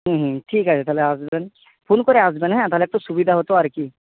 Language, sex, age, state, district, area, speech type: Bengali, male, 18-30, West Bengal, Jhargram, rural, conversation